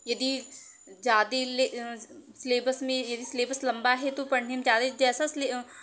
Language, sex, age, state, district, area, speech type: Hindi, female, 30-45, Uttar Pradesh, Mirzapur, rural, spontaneous